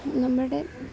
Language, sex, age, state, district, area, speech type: Malayalam, female, 18-30, Kerala, Alappuzha, rural, spontaneous